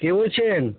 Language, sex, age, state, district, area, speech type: Bengali, male, 60+, West Bengal, North 24 Parganas, urban, conversation